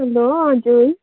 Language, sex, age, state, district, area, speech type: Nepali, female, 18-30, West Bengal, Darjeeling, rural, conversation